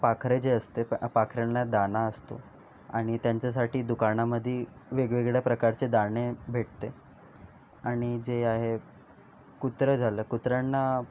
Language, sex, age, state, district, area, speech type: Marathi, male, 18-30, Maharashtra, Nagpur, urban, spontaneous